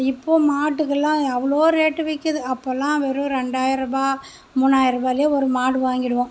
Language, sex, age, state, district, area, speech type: Tamil, female, 30-45, Tamil Nadu, Mayiladuthurai, rural, spontaneous